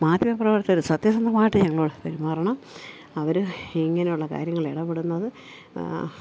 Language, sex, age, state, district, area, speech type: Malayalam, female, 60+, Kerala, Thiruvananthapuram, urban, spontaneous